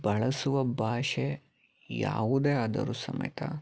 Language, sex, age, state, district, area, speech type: Kannada, male, 30-45, Karnataka, Chitradurga, urban, spontaneous